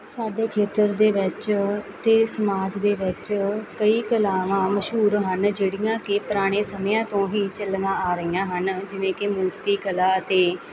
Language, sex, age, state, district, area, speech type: Punjabi, female, 18-30, Punjab, Muktsar, rural, spontaneous